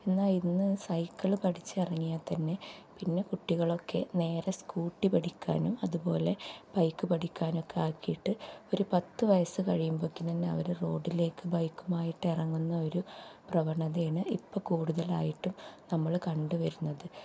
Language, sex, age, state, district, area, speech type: Malayalam, female, 30-45, Kerala, Kozhikode, rural, spontaneous